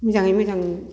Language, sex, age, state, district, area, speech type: Bodo, female, 60+, Assam, Kokrajhar, rural, spontaneous